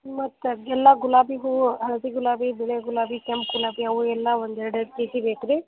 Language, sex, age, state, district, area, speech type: Kannada, female, 18-30, Karnataka, Gadag, rural, conversation